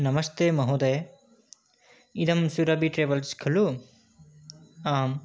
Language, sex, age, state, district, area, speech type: Sanskrit, male, 18-30, Manipur, Kangpokpi, rural, spontaneous